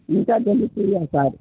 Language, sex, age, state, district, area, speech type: Tamil, male, 18-30, Tamil Nadu, Cuddalore, rural, conversation